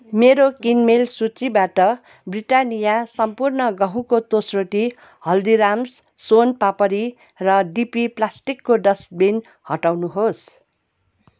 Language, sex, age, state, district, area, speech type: Nepali, female, 45-60, West Bengal, Darjeeling, rural, read